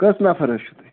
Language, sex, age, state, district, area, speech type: Kashmiri, male, 30-45, Jammu and Kashmir, Kupwara, rural, conversation